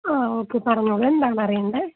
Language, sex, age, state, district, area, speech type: Malayalam, female, 18-30, Kerala, Kottayam, rural, conversation